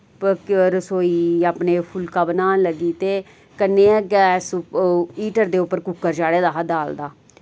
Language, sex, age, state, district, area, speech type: Dogri, female, 30-45, Jammu and Kashmir, Reasi, rural, spontaneous